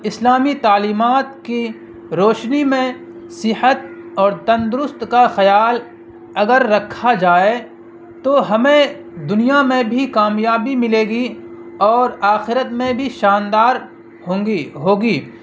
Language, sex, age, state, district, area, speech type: Urdu, male, 18-30, Bihar, Purnia, rural, spontaneous